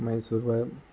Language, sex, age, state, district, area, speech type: Malayalam, male, 18-30, Kerala, Kozhikode, rural, spontaneous